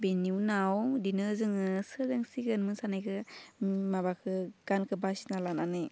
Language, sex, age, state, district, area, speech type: Bodo, female, 18-30, Assam, Udalguri, urban, spontaneous